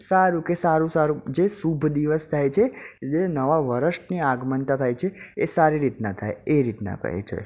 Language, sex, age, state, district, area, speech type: Gujarati, male, 18-30, Gujarat, Ahmedabad, urban, spontaneous